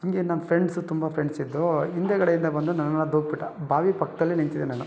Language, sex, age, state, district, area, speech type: Kannada, male, 30-45, Karnataka, Bangalore Rural, rural, spontaneous